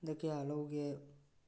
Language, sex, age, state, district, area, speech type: Manipuri, male, 18-30, Manipur, Tengnoupal, rural, spontaneous